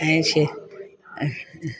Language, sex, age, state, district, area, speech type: Sindhi, female, 60+, Gujarat, Junagadh, rural, spontaneous